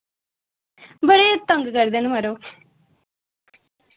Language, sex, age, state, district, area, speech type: Dogri, female, 18-30, Jammu and Kashmir, Udhampur, rural, conversation